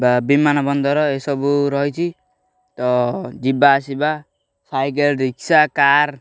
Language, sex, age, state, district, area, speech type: Odia, male, 18-30, Odisha, Ganjam, urban, spontaneous